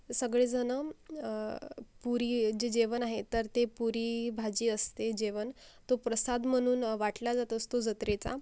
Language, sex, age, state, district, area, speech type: Marathi, female, 18-30, Maharashtra, Akola, rural, spontaneous